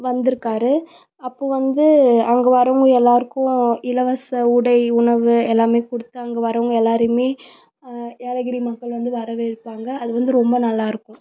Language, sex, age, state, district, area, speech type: Tamil, female, 18-30, Tamil Nadu, Tiruvannamalai, rural, spontaneous